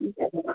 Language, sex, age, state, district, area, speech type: Sanskrit, female, 60+, Karnataka, Bangalore Urban, urban, conversation